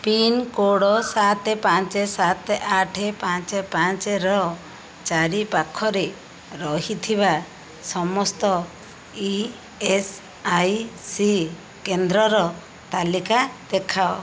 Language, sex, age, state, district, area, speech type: Odia, female, 60+, Odisha, Khordha, rural, read